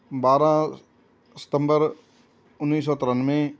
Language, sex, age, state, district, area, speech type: Punjabi, male, 60+, Punjab, Rupnagar, rural, spontaneous